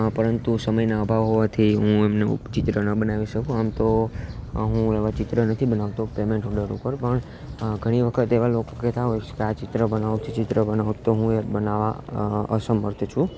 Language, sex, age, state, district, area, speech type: Gujarati, male, 18-30, Gujarat, Junagadh, urban, spontaneous